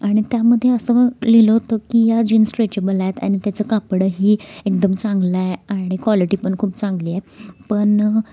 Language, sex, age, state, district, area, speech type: Marathi, female, 18-30, Maharashtra, Kolhapur, urban, spontaneous